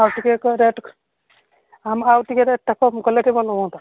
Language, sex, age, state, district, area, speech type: Odia, female, 45-60, Odisha, Angul, rural, conversation